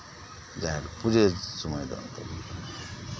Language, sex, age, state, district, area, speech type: Santali, male, 45-60, West Bengal, Birbhum, rural, spontaneous